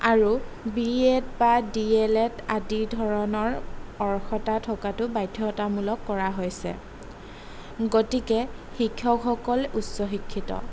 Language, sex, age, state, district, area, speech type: Assamese, female, 18-30, Assam, Sonitpur, rural, spontaneous